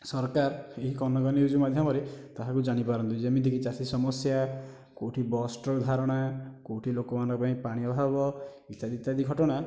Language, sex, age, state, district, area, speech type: Odia, male, 18-30, Odisha, Nayagarh, rural, spontaneous